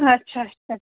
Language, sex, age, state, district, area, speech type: Kashmiri, female, 60+, Jammu and Kashmir, Pulwama, rural, conversation